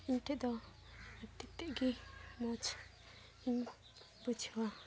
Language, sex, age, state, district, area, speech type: Santali, female, 18-30, West Bengal, Dakshin Dinajpur, rural, spontaneous